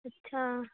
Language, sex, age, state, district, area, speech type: Goan Konkani, female, 18-30, Goa, Bardez, urban, conversation